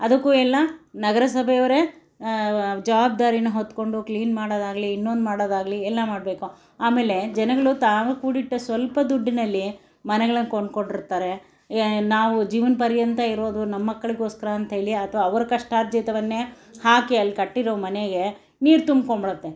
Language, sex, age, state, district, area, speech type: Kannada, female, 60+, Karnataka, Bangalore Urban, urban, spontaneous